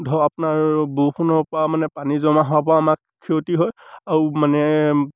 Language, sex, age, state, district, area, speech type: Assamese, male, 18-30, Assam, Sivasagar, rural, spontaneous